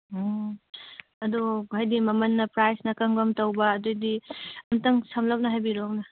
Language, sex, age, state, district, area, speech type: Manipuri, female, 30-45, Manipur, Kangpokpi, urban, conversation